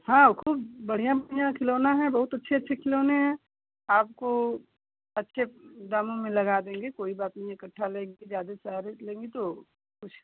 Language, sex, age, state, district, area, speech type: Hindi, female, 30-45, Uttar Pradesh, Mau, rural, conversation